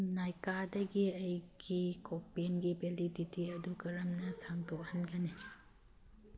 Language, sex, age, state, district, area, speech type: Manipuri, female, 45-60, Manipur, Churachandpur, urban, read